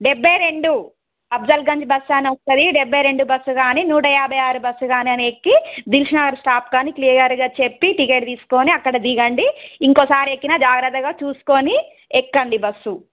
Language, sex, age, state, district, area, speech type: Telugu, female, 30-45, Telangana, Suryapet, urban, conversation